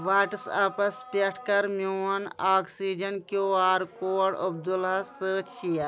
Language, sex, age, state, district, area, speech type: Kashmiri, female, 30-45, Jammu and Kashmir, Kulgam, rural, read